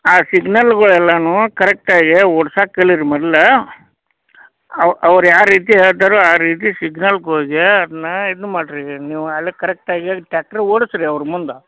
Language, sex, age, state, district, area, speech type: Kannada, male, 45-60, Karnataka, Belgaum, rural, conversation